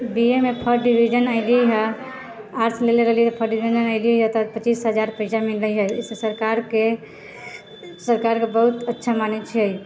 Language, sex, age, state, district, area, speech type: Maithili, female, 18-30, Bihar, Sitamarhi, rural, spontaneous